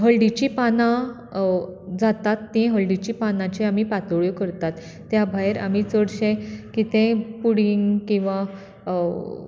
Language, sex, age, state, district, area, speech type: Goan Konkani, female, 30-45, Goa, Bardez, urban, spontaneous